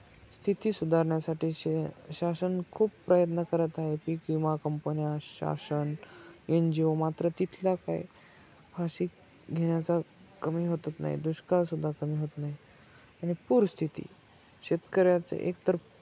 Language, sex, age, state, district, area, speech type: Marathi, male, 18-30, Maharashtra, Nanded, rural, spontaneous